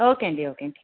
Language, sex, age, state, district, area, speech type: Telugu, female, 18-30, Andhra Pradesh, Sri Balaji, rural, conversation